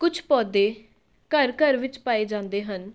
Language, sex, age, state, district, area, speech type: Punjabi, female, 18-30, Punjab, Shaheed Bhagat Singh Nagar, urban, spontaneous